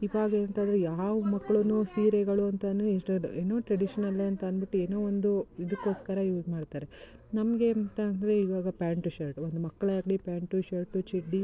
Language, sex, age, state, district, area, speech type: Kannada, female, 30-45, Karnataka, Mysore, rural, spontaneous